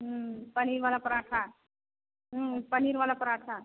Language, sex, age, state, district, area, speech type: Hindi, female, 60+, Uttar Pradesh, Azamgarh, urban, conversation